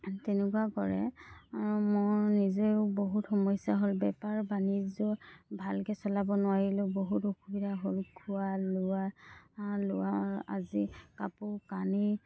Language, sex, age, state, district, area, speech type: Assamese, female, 30-45, Assam, Dhemaji, rural, spontaneous